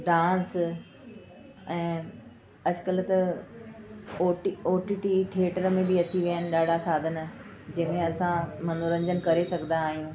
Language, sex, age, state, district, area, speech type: Sindhi, female, 45-60, Delhi, South Delhi, urban, spontaneous